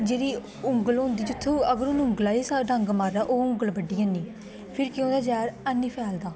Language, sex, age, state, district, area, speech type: Dogri, female, 18-30, Jammu and Kashmir, Kathua, rural, spontaneous